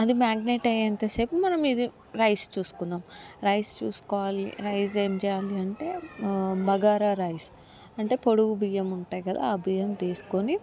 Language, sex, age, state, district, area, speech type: Telugu, female, 18-30, Telangana, Hyderabad, urban, spontaneous